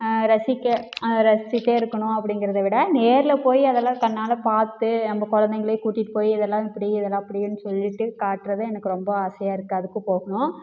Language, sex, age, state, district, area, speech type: Tamil, female, 30-45, Tamil Nadu, Namakkal, rural, spontaneous